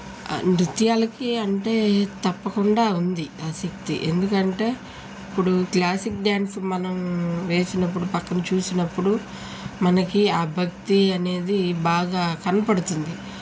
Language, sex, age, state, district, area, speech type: Telugu, female, 30-45, Andhra Pradesh, Nellore, urban, spontaneous